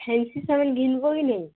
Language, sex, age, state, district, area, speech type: Odia, female, 18-30, Odisha, Nuapada, urban, conversation